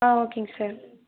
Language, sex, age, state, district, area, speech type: Tamil, female, 18-30, Tamil Nadu, Erode, rural, conversation